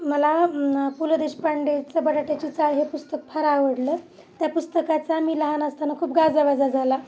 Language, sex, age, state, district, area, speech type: Marathi, female, 30-45, Maharashtra, Osmanabad, rural, spontaneous